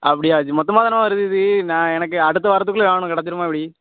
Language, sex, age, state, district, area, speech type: Tamil, male, 18-30, Tamil Nadu, Thoothukudi, rural, conversation